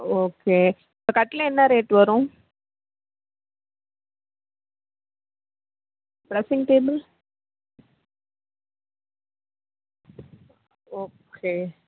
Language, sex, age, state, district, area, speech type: Tamil, female, 18-30, Tamil Nadu, Chennai, urban, conversation